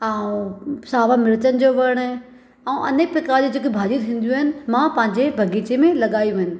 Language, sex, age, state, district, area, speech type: Sindhi, female, 30-45, Maharashtra, Thane, urban, spontaneous